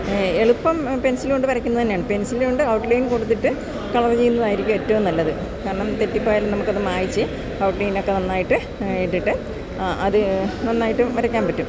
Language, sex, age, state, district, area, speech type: Malayalam, female, 60+, Kerala, Alappuzha, urban, spontaneous